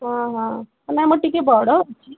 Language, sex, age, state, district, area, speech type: Odia, female, 45-60, Odisha, Sundergarh, rural, conversation